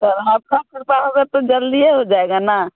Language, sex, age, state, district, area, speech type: Hindi, female, 30-45, Bihar, Muzaffarpur, rural, conversation